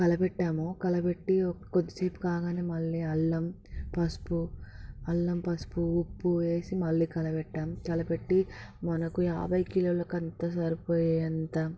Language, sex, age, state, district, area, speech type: Telugu, female, 18-30, Telangana, Hyderabad, rural, spontaneous